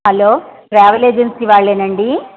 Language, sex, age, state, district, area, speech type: Telugu, female, 60+, Andhra Pradesh, Bapatla, urban, conversation